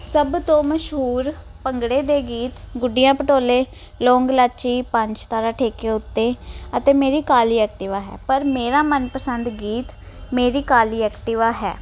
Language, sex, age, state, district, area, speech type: Punjabi, female, 30-45, Punjab, Ludhiana, urban, spontaneous